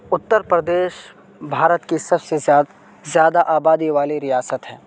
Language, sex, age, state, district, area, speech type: Urdu, male, 18-30, Uttar Pradesh, Saharanpur, urban, spontaneous